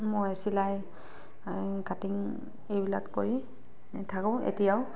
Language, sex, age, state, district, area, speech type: Assamese, female, 45-60, Assam, Charaideo, urban, spontaneous